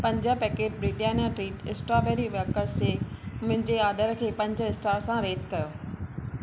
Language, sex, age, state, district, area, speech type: Sindhi, female, 45-60, Maharashtra, Thane, urban, read